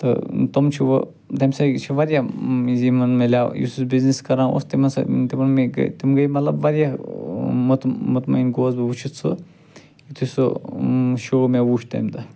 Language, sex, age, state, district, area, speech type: Kashmiri, male, 30-45, Jammu and Kashmir, Ganderbal, rural, spontaneous